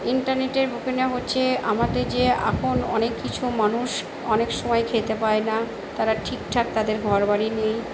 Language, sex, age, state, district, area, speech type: Bengali, female, 45-60, West Bengal, Purba Bardhaman, urban, spontaneous